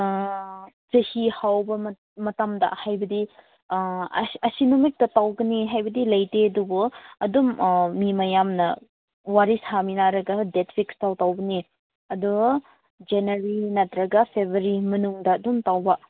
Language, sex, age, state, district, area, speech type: Manipuri, female, 18-30, Manipur, Senapati, rural, conversation